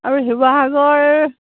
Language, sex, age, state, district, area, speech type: Assamese, female, 45-60, Assam, Sivasagar, rural, conversation